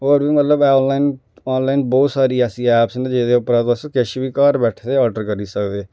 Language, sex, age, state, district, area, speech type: Dogri, male, 18-30, Jammu and Kashmir, Reasi, rural, spontaneous